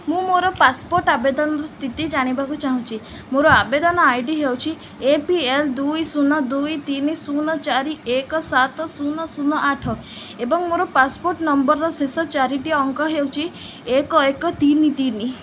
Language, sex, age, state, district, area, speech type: Odia, female, 18-30, Odisha, Sundergarh, urban, read